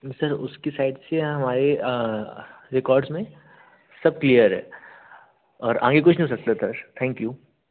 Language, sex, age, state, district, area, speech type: Hindi, male, 30-45, Madhya Pradesh, Jabalpur, urban, conversation